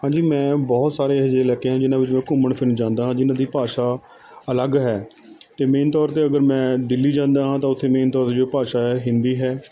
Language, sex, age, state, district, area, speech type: Punjabi, male, 30-45, Punjab, Mohali, rural, spontaneous